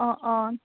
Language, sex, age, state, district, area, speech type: Assamese, female, 30-45, Assam, Nagaon, rural, conversation